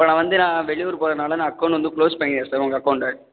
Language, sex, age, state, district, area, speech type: Tamil, male, 18-30, Tamil Nadu, Tiruvarur, rural, conversation